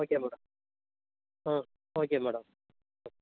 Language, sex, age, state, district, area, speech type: Tamil, male, 45-60, Tamil Nadu, Tiruchirappalli, rural, conversation